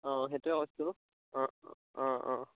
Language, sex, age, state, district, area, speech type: Assamese, male, 18-30, Assam, Charaideo, rural, conversation